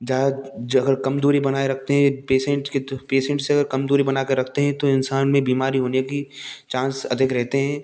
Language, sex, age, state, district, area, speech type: Hindi, male, 18-30, Rajasthan, Bharatpur, rural, spontaneous